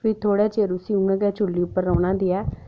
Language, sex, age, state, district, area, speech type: Dogri, female, 18-30, Jammu and Kashmir, Udhampur, rural, spontaneous